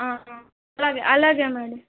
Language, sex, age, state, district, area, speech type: Telugu, female, 18-30, Andhra Pradesh, Nellore, rural, conversation